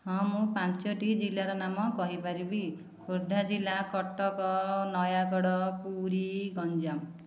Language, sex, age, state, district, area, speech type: Odia, female, 30-45, Odisha, Khordha, rural, spontaneous